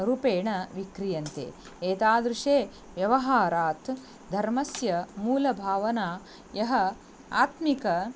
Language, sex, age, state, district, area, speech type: Sanskrit, female, 45-60, Karnataka, Dharwad, urban, spontaneous